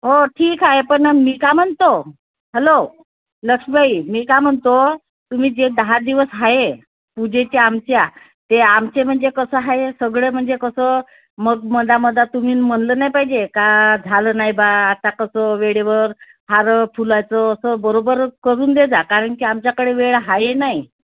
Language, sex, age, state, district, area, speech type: Marathi, female, 30-45, Maharashtra, Wardha, rural, conversation